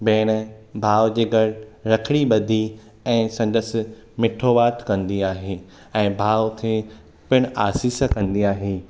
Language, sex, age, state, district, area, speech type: Sindhi, male, 18-30, Maharashtra, Thane, urban, spontaneous